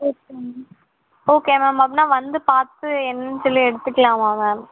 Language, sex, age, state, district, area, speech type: Tamil, female, 18-30, Tamil Nadu, Chennai, urban, conversation